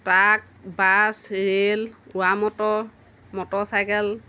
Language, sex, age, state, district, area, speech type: Assamese, female, 30-45, Assam, Golaghat, rural, spontaneous